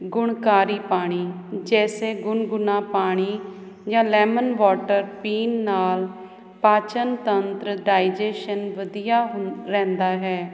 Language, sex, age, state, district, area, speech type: Punjabi, female, 30-45, Punjab, Hoshiarpur, urban, spontaneous